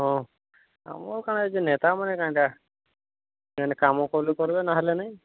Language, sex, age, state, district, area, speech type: Odia, male, 18-30, Odisha, Subarnapur, urban, conversation